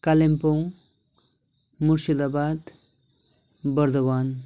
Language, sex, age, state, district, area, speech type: Nepali, male, 30-45, West Bengal, Darjeeling, rural, spontaneous